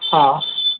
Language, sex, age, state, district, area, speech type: Gujarati, male, 18-30, Gujarat, Ahmedabad, urban, conversation